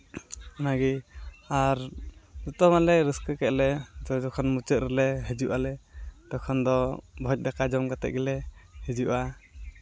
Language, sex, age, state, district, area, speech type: Santali, male, 18-30, West Bengal, Uttar Dinajpur, rural, spontaneous